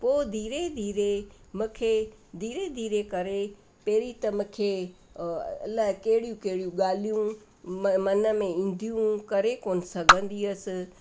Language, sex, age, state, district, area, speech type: Sindhi, female, 60+, Rajasthan, Ajmer, urban, spontaneous